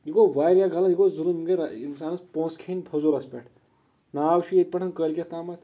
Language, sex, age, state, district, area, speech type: Kashmiri, male, 30-45, Jammu and Kashmir, Shopian, rural, spontaneous